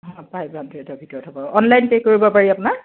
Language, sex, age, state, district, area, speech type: Assamese, female, 45-60, Assam, Dibrugarh, urban, conversation